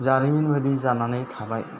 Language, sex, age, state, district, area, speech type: Bodo, male, 30-45, Assam, Chirang, rural, spontaneous